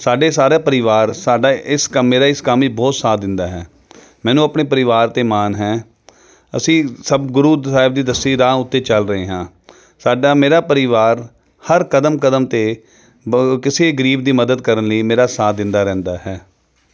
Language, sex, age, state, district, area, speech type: Punjabi, male, 30-45, Punjab, Jalandhar, urban, spontaneous